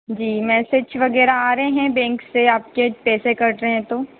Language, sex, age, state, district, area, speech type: Hindi, female, 18-30, Madhya Pradesh, Harda, urban, conversation